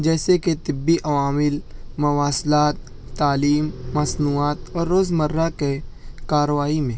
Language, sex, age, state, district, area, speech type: Urdu, male, 60+, Maharashtra, Nashik, rural, spontaneous